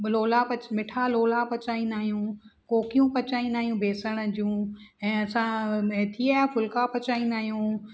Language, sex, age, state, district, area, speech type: Sindhi, female, 45-60, Maharashtra, Thane, urban, spontaneous